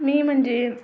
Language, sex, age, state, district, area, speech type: Marathi, female, 18-30, Maharashtra, Amravati, urban, spontaneous